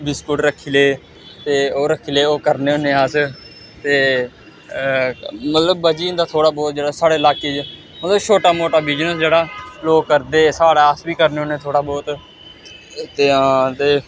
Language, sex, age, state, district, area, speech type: Dogri, male, 18-30, Jammu and Kashmir, Samba, rural, spontaneous